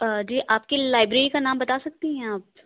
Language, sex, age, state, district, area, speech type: Urdu, female, 30-45, Delhi, South Delhi, urban, conversation